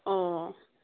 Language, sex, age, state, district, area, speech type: Assamese, female, 18-30, Assam, Sivasagar, rural, conversation